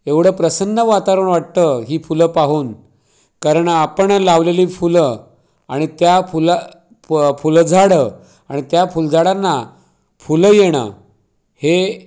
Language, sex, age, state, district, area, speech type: Marathi, male, 45-60, Maharashtra, Raigad, rural, spontaneous